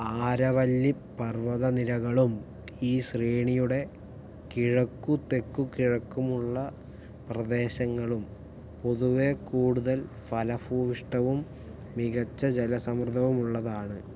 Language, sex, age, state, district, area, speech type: Malayalam, male, 18-30, Kerala, Palakkad, rural, read